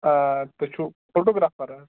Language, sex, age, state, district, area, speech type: Kashmiri, male, 18-30, Jammu and Kashmir, Budgam, rural, conversation